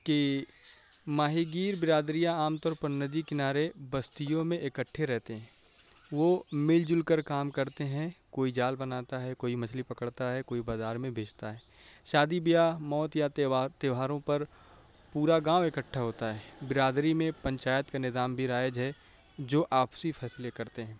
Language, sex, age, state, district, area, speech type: Urdu, male, 30-45, Uttar Pradesh, Azamgarh, rural, spontaneous